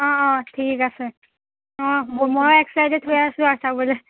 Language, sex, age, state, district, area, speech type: Assamese, female, 30-45, Assam, Charaideo, urban, conversation